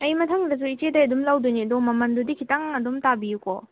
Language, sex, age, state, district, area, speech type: Manipuri, female, 18-30, Manipur, Kangpokpi, urban, conversation